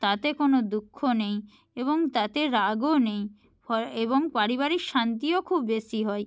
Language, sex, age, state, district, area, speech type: Bengali, female, 30-45, West Bengal, Purba Medinipur, rural, spontaneous